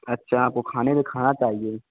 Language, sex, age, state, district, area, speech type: Hindi, male, 18-30, Rajasthan, Karauli, rural, conversation